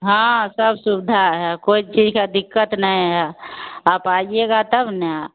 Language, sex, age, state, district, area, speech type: Hindi, female, 45-60, Bihar, Begusarai, urban, conversation